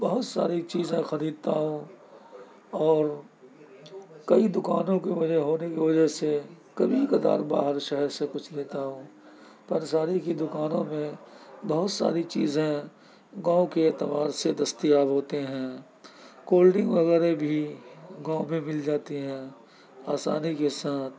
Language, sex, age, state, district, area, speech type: Urdu, male, 30-45, Uttar Pradesh, Gautam Buddha Nagar, rural, spontaneous